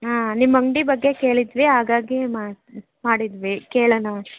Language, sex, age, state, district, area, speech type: Kannada, female, 18-30, Karnataka, Davanagere, rural, conversation